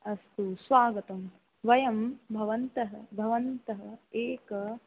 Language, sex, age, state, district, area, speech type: Sanskrit, female, 18-30, Rajasthan, Jaipur, urban, conversation